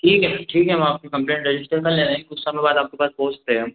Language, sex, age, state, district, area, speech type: Hindi, male, 18-30, Madhya Pradesh, Betul, urban, conversation